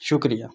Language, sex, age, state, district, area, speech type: Urdu, male, 18-30, Jammu and Kashmir, Srinagar, urban, spontaneous